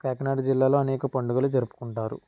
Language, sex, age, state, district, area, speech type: Telugu, male, 18-30, Andhra Pradesh, Kakinada, rural, spontaneous